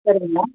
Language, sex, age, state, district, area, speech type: Tamil, female, 30-45, Tamil Nadu, Chennai, urban, conversation